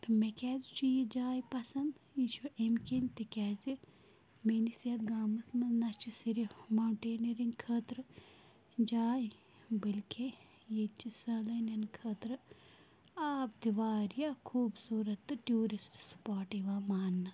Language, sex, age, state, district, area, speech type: Kashmiri, female, 18-30, Jammu and Kashmir, Bandipora, rural, spontaneous